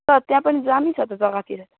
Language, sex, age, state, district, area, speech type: Nepali, male, 18-30, West Bengal, Kalimpong, rural, conversation